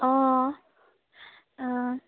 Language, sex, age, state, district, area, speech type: Assamese, female, 18-30, Assam, Sivasagar, rural, conversation